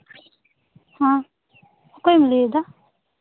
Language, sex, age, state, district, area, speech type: Santali, female, 18-30, Jharkhand, Seraikela Kharsawan, rural, conversation